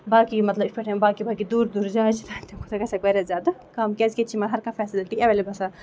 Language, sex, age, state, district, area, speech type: Kashmiri, female, 45-60, Jammu and Kashmir, Ganderbal, rural, spontaneous